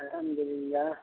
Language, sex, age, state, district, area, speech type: Urdu, male, 60+, Bihar, Madhubani, rural, conversation